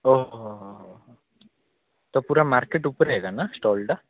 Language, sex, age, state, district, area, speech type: Odia, male, 18-30, Odisha, Koraput, urban, conversation